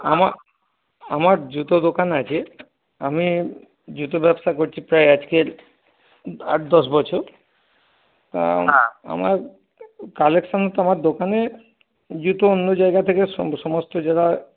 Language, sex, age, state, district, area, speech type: Bengali, male, 45-60, West Bengal, Darjeeling, rural, conversation